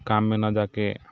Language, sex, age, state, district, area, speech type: Maithili, male, 30-45, Bihar, Sitamarhi, urban, spontaneous